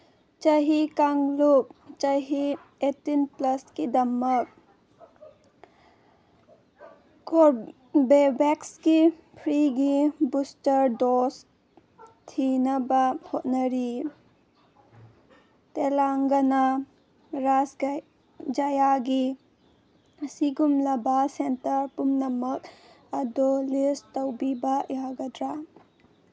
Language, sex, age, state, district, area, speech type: Manipuri, female, 18-30, Manipur, Senapati, urban, read